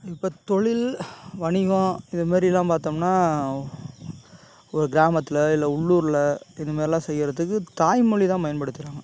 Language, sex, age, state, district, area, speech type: Tamil, male, 30-45, Tamil Nadu, Tiruchirappalli, rural, spontaneous